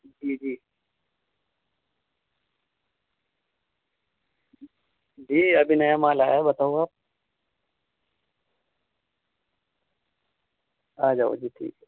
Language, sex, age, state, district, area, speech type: Urdu, male, 18-30, Uttar Pradesh, Muzaffarnagar, urban, conversation